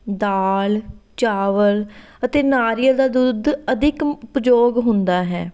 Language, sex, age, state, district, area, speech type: Punjabi, female, 30-45, Punjab, Fatehgarh Sahib, urban, spontaneous